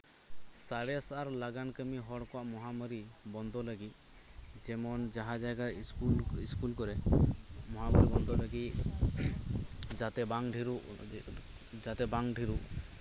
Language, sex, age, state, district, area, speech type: Santali, male, 18-30, West Bengal, Birbhum, rural, spontaneous